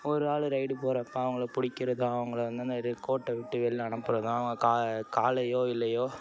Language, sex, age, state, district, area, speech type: Tamil, male, 18-30, Tamil Nadu, Tiruvarur, urban, spontaneous